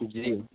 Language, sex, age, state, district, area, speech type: Urdu, male, 18-30, Uttar Pradesh, Lucknow, urban, conversation